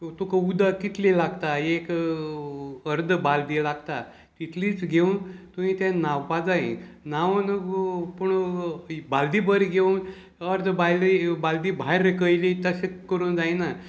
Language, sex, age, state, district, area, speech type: Goan Konkani, male, 60+, Goa, Salcete, rural, spontaneous